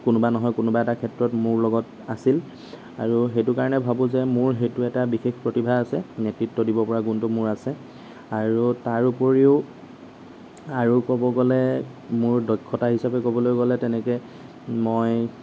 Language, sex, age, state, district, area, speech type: Assamese, male, 45-60, Assam, Morigaon, rural, spontaneous